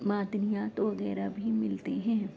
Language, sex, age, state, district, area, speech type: Urdu, female, 30-45, Delhi, Central Delhi, urban, spontaneous